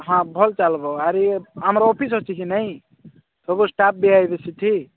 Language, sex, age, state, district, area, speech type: Odia, male, 45-60, Odisha, Nabarangpur, rural, conversation